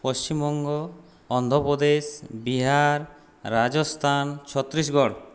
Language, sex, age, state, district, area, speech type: Bengali, male, 30-45, West Bengal, Purulia, rural, spontaneous